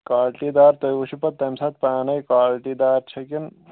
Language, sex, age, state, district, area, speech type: Kashmiri, male, 18-30, Jammu and Kashmir, Kulgam, rural, conversation